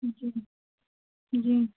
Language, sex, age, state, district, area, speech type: Hindi, female, 30-45, Uttar Pradesh, Sitapur, rural, conversation